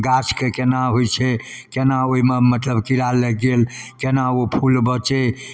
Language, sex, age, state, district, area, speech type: Maithili, male, 60+, Bihar, Darbhanga, rural, spontaneous